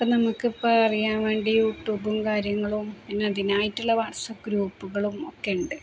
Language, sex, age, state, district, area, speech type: Malayalam, female, 30-45, Kerala, Palakkad, rural, spontaneous